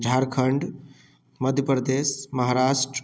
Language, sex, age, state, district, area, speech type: Maithili, male, 18-30, Bihar, Darbhanga, urban, spontaneous